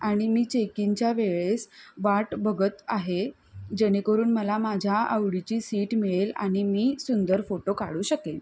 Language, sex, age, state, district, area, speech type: Marathi, female, 18-30, Maharashtra, Kolhapur, urban, spontaneous